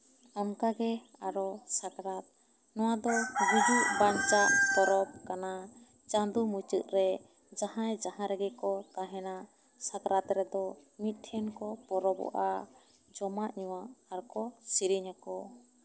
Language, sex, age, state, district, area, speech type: Santali, female, 30-45, West Bengal, Bankura, rural, spontaneous